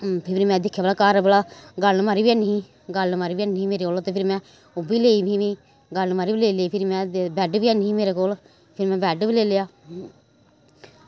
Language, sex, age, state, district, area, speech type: Dogri, female, 30-45, Jammu and Kashmir, Samba, rural, spontaneous